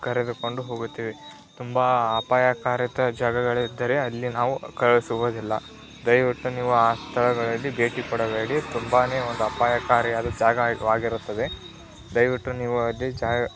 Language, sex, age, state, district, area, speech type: Kannada, male, 18-30, Karnataka, Tumkur, rural, spontaneous